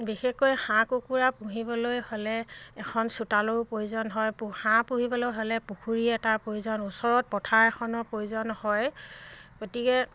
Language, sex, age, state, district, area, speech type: Assamese, female, 45-60, Assam, Dibrugarh, rural, spontaneous